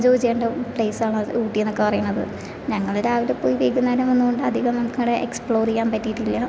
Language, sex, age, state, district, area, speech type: Malayalam, female, 18-30, Kerala, Thrissur, rural, spontaneous